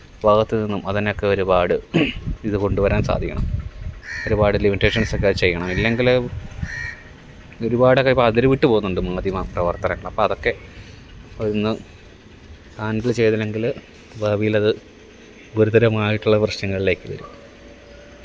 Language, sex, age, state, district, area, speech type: Malayalam, male, 18-30, Kerala, Kollam, rural, spontaneous